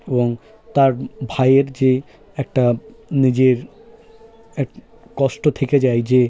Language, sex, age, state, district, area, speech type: Bengali, male, 18-30, West Bengal, South 24 Parganas, rural, spontaneous